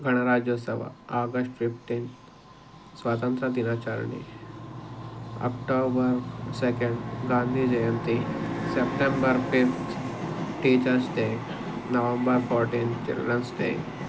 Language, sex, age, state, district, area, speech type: Kannada, male, 18-30, Karnataka, Tumkur, rural, spontaneous